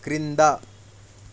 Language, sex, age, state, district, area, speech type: Telugu, male, 18-30, Telangana, Medak, rural, read